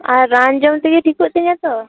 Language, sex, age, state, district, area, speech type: Santali, female, 18-30, West Bengal, Purba Medinipur, rural, conversation